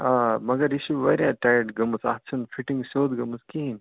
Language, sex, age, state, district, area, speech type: Kashmiri, male, 30-45, Jammu and Kashmir, Srinagar, urban, conversation